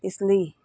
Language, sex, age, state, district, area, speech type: Punjabi, female, 30-45, Punjab, Hoshiarpur, urban, spontaneous